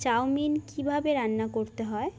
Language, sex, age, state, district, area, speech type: Bengali, female, 18-30, West Bengal, Jhargram, rural, read